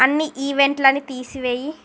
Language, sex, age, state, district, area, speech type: Telugu, female, 30-45, Andhra Pradesh, Srikakulam, urban, read